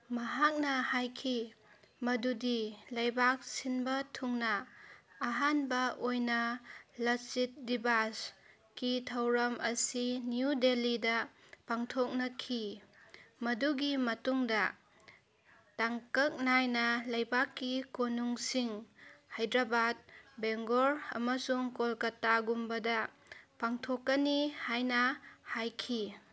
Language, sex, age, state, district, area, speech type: Manipuri, female, 30-45, Manipur, Senapati, rural, read